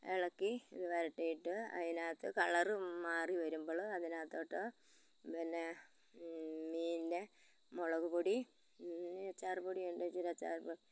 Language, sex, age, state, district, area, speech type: Malayalam, female, 60+, Kerala, Malappuram, rural, spontaneous